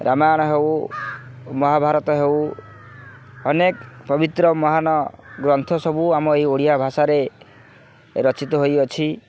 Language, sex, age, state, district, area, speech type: Odia, male, 30-45, Odisha, Kendrapara, urban, spontaneous